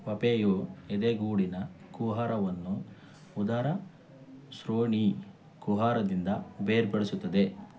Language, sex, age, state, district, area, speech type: Kannada, male, 30-45, Karnataka, Mandya, rural, read